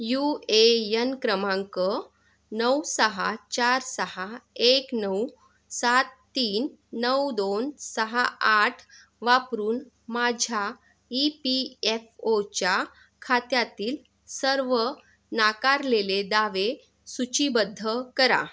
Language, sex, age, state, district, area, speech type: Marathi, female, 45-60, Maharashtra, Yavatmal, urban, read